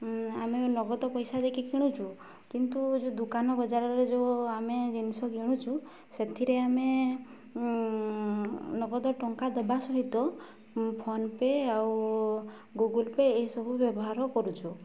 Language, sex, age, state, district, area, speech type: Odia, female, 18-30, Odisha, Mayurbhanj, rural, spontaneous